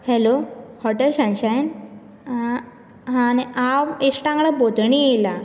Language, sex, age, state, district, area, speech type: Goan Konkani, female, 18-30, Goa, Bardez, urban, spontaneous